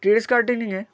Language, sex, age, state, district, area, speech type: Bengali, male, 30-45, West Bengal, Purba Medinipur, rural, spontaneous